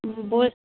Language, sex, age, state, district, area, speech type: Bengali, female, 18-30, West Bengal, Purba Medinipur, rural, conversation